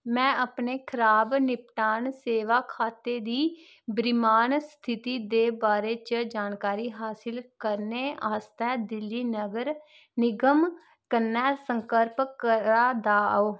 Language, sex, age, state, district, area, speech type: Dogri, female, 18-30, Jammu and Kashmir, Kathua, rural, read